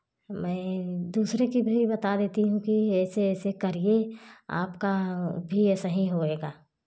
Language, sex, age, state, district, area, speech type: Hindi, female, 45-60, Uttar Pradesh, Jaunpur, rural, spontaneous